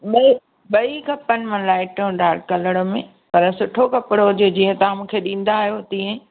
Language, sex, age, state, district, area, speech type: Sindhi, female, 45-60, Maharashtra, Thane, urban, conversation